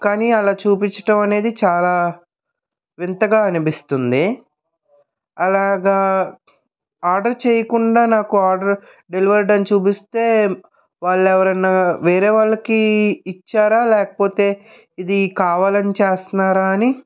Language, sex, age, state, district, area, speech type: Telugu, male, 18-30, Andhra Pradesh, Krishna, urban, spontaneous